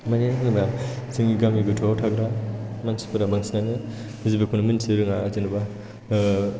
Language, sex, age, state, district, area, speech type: Bodo, male, 18-30, Assam, Chirang, rural, spontaneous